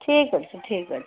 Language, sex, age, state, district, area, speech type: Odia, female, 30-45, Odisha, Koraput, urban, conversation